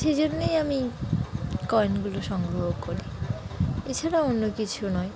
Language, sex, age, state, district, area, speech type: Bengali, female, 18-30, West Bengal, Dakshin Dinajpur, urban, spontaneous